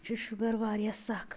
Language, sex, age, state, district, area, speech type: Kashmiri, female, 45-60, Jammu and Kashmir, Anantnag, rural, spontaneous